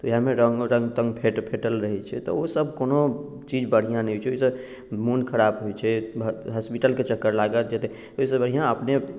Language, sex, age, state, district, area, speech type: Maithili, male, 45-60, Bihar, Madhubani, urban, spontaneous